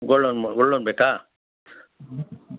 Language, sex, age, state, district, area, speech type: Kannada, male, 60+, Karnataka, Chikkaballapur, rural, conversation